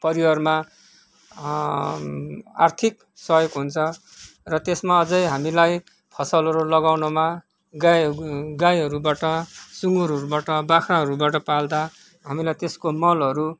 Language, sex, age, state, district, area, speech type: Nepali, male, 45-60, West Bengal, Kalimpong, rural, spontaneous